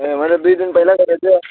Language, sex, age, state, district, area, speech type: Nepali, male, 18-30, West Bengal, Alipurduar, urban, conversation